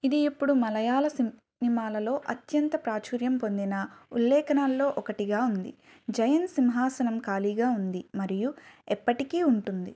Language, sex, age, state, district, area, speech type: Telugu, female, 18-30, Andhra Pradesh, Eluru, rural, read